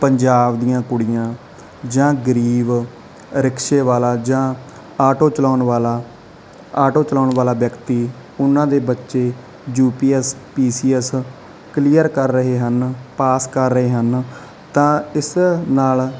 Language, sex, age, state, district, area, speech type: Punjabi, male, 18-30, Punjab, Mansa, urban, spontaneous